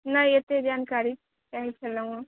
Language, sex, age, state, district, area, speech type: Maithili, female, 18-30, Bihar, Sitamarhi, urban, conversation